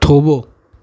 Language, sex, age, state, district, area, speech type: Gujarati, male, 18-30, Gujarat, Ahmedabad, urban, read